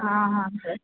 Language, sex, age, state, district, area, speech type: Hindi, female, 45-60, Uttar Pradesh, Azamgarh, rural, conversation